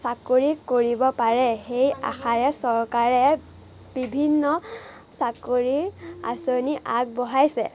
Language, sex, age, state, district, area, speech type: Assamese, female, 18-30, Assam, Majuli, urban, spontaneous